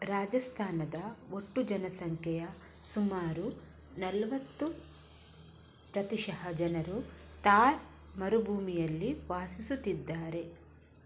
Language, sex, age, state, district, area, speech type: Kannada, female, 30-45, Karnataka, Shimoga, rural, read